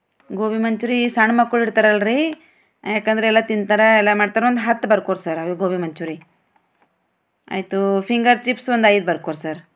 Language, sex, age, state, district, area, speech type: Kannada, female, 45-60, Karnataka, Bidar, urban, spontaneous